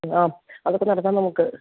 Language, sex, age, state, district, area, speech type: Malayalam, female, 60+, Kerala, Idukki, rural, conversation